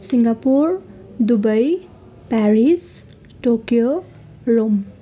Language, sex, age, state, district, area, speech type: Nepali, female, 18-30, West Bengal, Darjeeling, rural, spontaneous